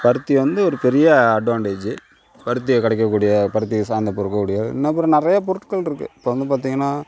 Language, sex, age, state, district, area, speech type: Tamil, female, 30-45, Tamil Nadu, Tiruvarur, urban, spontaneous